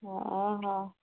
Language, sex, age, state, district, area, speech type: Odia, female, 60+, Odisha, Angul, rural, conversation